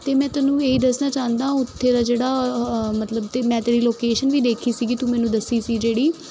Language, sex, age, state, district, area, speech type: Punjabi, female, 18-30, Punjab, Kapurthala, urban, spontaneous